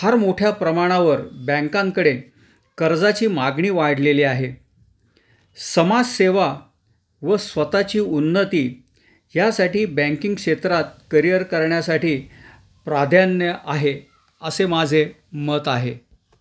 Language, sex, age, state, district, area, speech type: Marathi, male, 60+, Maharashtra, Nashik, urban, spontaneous